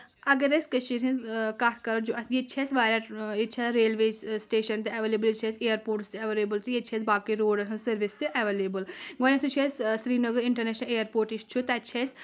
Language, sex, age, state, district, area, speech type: Kashmiri, female, 18-30, Jammu and Kashmir, Anantnag, urban, spontaneous